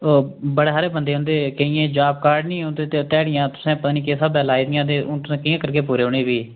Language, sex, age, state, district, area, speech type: Dogri, male, 30-45, Jammu and Kashmir, Udhampur, rural, conversation